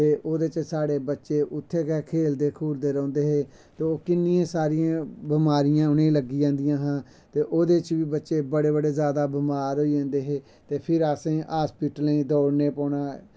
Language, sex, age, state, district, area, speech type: Dogri, male, 45-60, Jammu and Kashmir, Samba, rural, spontaneous